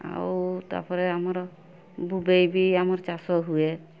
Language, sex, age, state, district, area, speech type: Odia, female, 45-60, Odisha, Mayurbhanj, rural, spontaneous